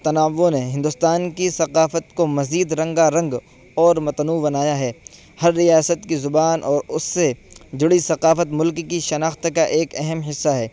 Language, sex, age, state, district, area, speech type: Urdu, male, 18-30, Uttar Pradesh, Saharanpur, urban, spontaneous